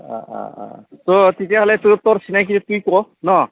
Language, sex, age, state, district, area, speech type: Assamese, male, 30-45, Assam, Goalpara, urban, conversation